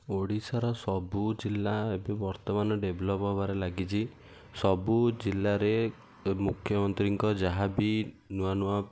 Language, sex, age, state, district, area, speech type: Odia, male, 60+, Odisha, Kendujhar, urban, spontaneous